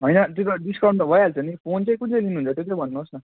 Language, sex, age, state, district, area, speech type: Nepali, male, 18-30, West Bengal, Kalimpong, rural, conversation